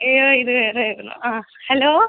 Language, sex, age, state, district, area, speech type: Malayalam, female, 18-30, Kerala, Kollam, rural, conversation